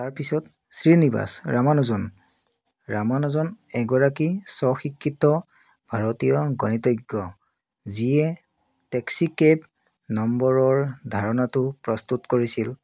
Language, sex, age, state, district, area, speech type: Assamese, male, 30-45, Assam, Biswanath, rural, spontaneous